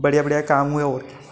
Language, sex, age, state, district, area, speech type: Hindi, male, 18-30, Madhya Pradesh, Ujjain, urban, spontaneous